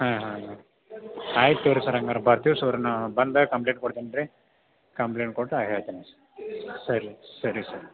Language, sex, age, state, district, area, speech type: Kannada, male, 30-45, Karnataka, Belgaum, rural, conversation